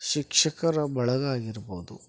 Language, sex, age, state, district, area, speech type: Kannada, male, 30-45, Karnataka, Koppal, rural, spontaneous